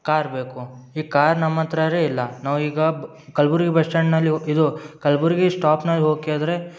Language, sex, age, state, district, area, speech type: Kannada, male, 18-30, Karnataka, Gulbarga, urban, spontaneous